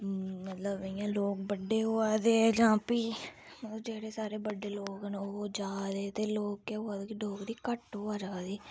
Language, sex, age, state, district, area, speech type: Dogri, female, 45-60, Jammu and Kashmir, Reasi, rural, spontaneous